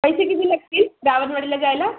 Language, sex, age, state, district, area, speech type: Marathi, female, 30-45, Maharashtra, Bhandara, urban, conversation